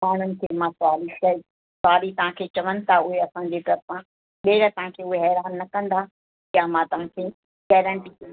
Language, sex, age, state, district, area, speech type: Sindhi, female, 60+, Gujarat, Kutch, rural, conversation